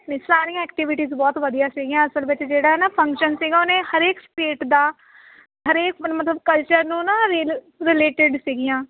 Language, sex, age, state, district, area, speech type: Punjabi, female, 30-45, Punjab, Jalandhar, rural, conversation